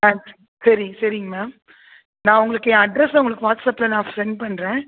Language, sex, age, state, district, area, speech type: Tamil, female, 30-45, Tamil Nadu, Tiruchirappalli, rural, conversation